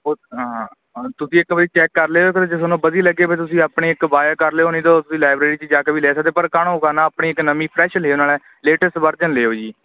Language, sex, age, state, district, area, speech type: Punjabi, male, 30-45, Punjab, Kapurthala, urban, conversation